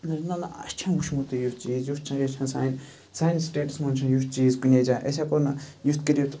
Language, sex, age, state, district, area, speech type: Kashmiri, male, 30-45, Jammu and Kashmir, Srinagar, urban, spontaneous